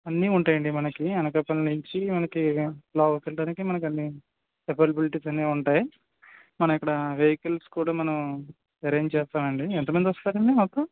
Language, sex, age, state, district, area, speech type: Telugu, male, 18-30, Andhra Pradesh, Anakapalli, rural, conversation